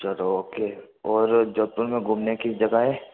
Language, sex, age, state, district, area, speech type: Hindi, male, 18-30, Rajasthan, Jodhpur, urban, conversation